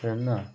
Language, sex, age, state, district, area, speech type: Kannada, male, 45-60, Karnataka, Bangalore Rural, urban, spontaneous